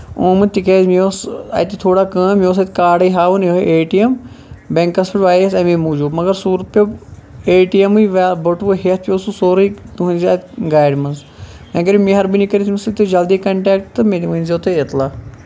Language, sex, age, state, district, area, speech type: Kashmiri, male, 45-60, Jammu and Kashmir, Shopian, urban, spontaneous